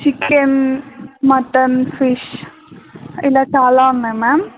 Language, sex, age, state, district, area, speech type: Telugu, female, 18-30, Telangana, Nagarkurnool, urban, conversation